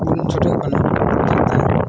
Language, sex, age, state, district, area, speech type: Santali, male, 18-30, Jharkhand, Pakur, rural, spontaneous